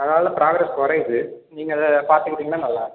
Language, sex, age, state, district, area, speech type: Tamil, male, 30-45, Tamil Nadu, Cuddalore, rural, conversation